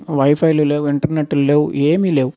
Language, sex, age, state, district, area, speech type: Telugu, male, 18-30, Andhra Pradesh, Nellore, urban, spontaneous